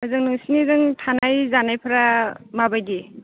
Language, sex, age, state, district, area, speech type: Bodo, female, 30-45, Assam, Chirang, urban, conversation